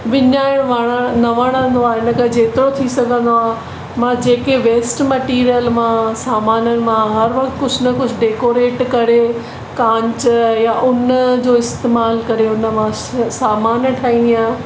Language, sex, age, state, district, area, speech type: Sindhi, female, 45-60, Maharashtra, Mumbai Suburban, urban, spontaneous